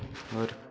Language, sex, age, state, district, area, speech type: Dogri, male, 18-30, Jammu and Kashmir, Udhampur, rural, spontaneous